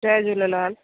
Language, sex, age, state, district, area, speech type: Sindhi, female, 30-45, Delhi, South Delhi, urban, conversation